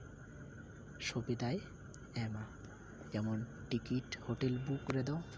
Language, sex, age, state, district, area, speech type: Santali, male, 18-30, West Bengal, Uttar Dinajpur, rural, spontaneous